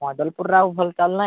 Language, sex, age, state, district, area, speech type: Odia, male, 18-30, Odisha, Nabarangpur, urban, conversation